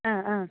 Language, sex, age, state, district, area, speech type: Malayalam, female, 18-30, Kerala, Pathanamthitta, rural, conversation